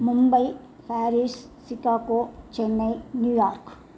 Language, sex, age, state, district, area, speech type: Tamil, female, 60+, Tamil Nadu, Salem, rural, spontaneous